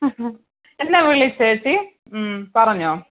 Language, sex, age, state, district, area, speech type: Malayalam, female, 30-45, Kerala, Alappuzha, rural, conversation